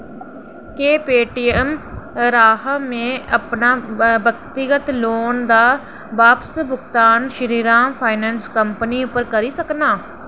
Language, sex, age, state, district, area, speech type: Dogri, female, 30-45, Jammu and Kashmir, Reasi, rural, read